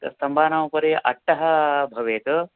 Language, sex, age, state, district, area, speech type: Sanskrit, male, 45-60, Karnataka, Uttara Kannada, rural, conversation